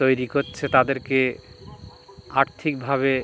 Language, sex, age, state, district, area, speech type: Bengali, male, 60+, West Bengal, North 24 Parganas, rural, spontaneous